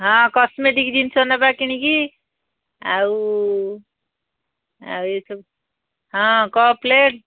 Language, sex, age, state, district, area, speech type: Odia, female, 60+, Odisha, Gajapati, rural, conversation